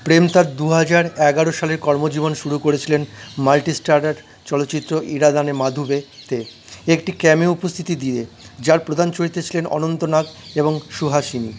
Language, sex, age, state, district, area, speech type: Bengali, male, 45-60, West Bengal, Paschim Bardhaman, urban, read